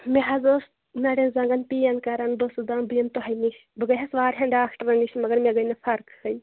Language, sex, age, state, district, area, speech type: Kashmiri, female, 30-45, Jammu and Kashmir, Shopian, rural, conversation